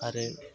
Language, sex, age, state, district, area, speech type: Bodo, male, 45-60, Assam, Chirang, rural, spontaneous